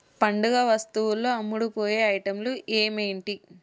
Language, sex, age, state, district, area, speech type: Telugu, female, 18-30, Telangana, Hyderabad, urban, read